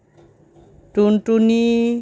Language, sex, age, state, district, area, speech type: Bengali, female, 45-60, West Bengal, Howrah, urban, spontaneous